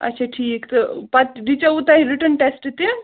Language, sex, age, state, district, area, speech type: Kashmiri, other, 18-30, Jammu and Kashmir, Bandipora, rural, conversation